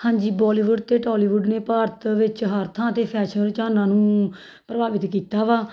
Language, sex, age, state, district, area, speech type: Punjabi, female, 30-45, Punjab, Tarn Taran, rural, spontaneous